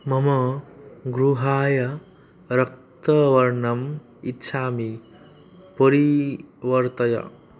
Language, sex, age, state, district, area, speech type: Sanskrit, male, 18-30, West Bengal, Cooch Behar, rural, read